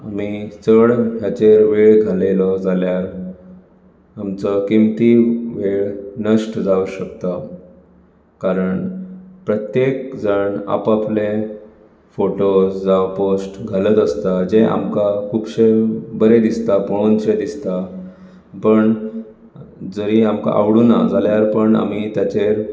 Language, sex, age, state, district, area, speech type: Goan Konkani, male, 30-45, Goa, Bardez, urban, spontaneous